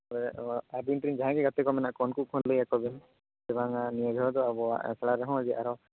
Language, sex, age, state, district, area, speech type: Santali, male, 18-30, Jharkhand, Seraikela Kharsawan, rural, conversation